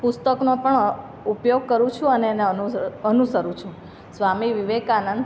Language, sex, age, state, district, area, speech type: Gujarati, female, 30-45, Gujarat, Surat, urban, spontaneous